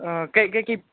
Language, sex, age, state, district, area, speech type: Manipuri, male, 18-30, Manipur, Kangpokpi, urban, conversation